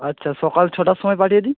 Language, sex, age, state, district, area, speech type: Bengali, male, 18-30, West Bengal, Jhargram, rural, conversation